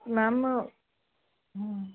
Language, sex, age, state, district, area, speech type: Punjabi, female, 30-45, Punjab, Ludhiana, urban, conversation